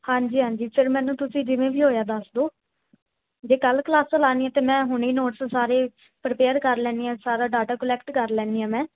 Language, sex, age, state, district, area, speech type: Punjabi, female, 18-30, Punjab, Mansa, urban, conversation